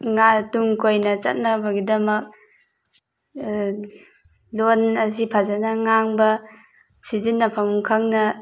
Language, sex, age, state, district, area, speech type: Manipuri, female, 18-30, Manipur, Thoubal, rural, spontaneous